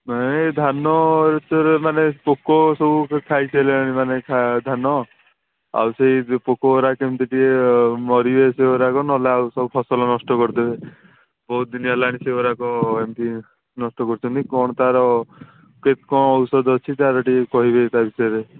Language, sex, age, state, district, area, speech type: Odia, male, 30-45, Odisha, Puri, urban, conversation